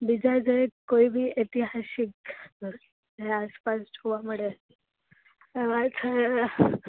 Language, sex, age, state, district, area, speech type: Gujarati, female, 18-30, Gujarat, Rajkot, urban, conversation